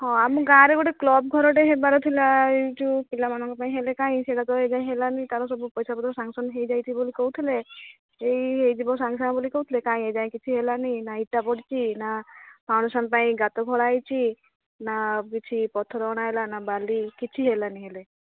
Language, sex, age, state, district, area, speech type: Odia, female, 45-60, Odisha, Kandhamal, rural, conversation